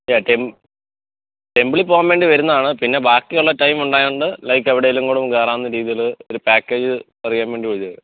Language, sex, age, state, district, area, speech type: Malayalam, male, 30-45, Kerala, Pathanamthitta, rural, conversation